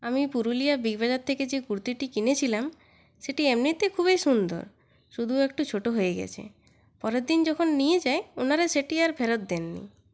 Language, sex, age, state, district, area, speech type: Bengali, female, 18-30, West Bengal, Purulia, rural, spontaneous